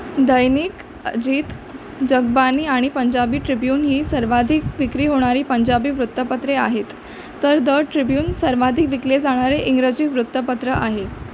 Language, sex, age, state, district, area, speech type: Marathi, female, 18-30, Maharashtra, Mumbai Suburban, urban, read